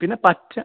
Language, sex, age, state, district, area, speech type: Malayalam, male, 45-60, Kerala, Wayanad, rural, conversation